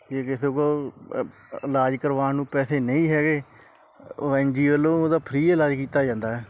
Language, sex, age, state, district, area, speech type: Punjabi, male, 18-30, Punjab, Kapurthala, urban, spontaneous